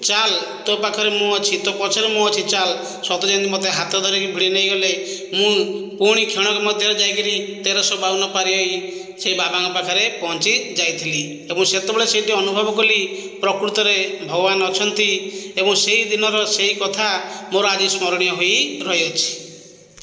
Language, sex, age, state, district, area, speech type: Odia, male, 45-60, Odisha, Khordha, rural, spontaneous